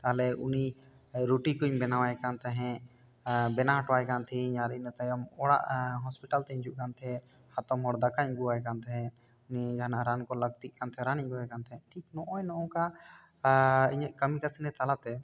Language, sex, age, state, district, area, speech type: Santali, male, 18-30, West Bengal, Bankura, rural, spontaneous